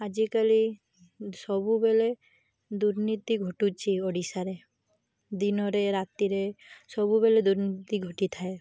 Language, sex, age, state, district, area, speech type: Odia, female, 18-30, Odisha, Malkangiri, urban, spontaneous